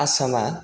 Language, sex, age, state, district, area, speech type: Bodo, male, 18-30, Assam, Chirang, rural, spontaneous